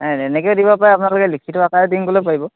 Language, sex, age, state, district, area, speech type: Assamese, male, 18-30, Assam, Sivasagar, rural, conversation